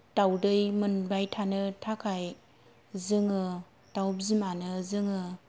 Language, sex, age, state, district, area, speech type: Bodo, female, 30-45, Assam, Kokrajhar, rural, spontaneous